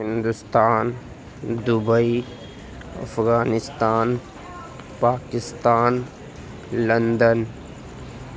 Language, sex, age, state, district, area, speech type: Urdu, male, 30-45, Uttar Pradesh, Gautam Buddha Nagar, urban, spontaneous